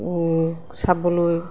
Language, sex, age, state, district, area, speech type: Assamese, female, 45-60, Assam, Golaghat, urban, spontaneous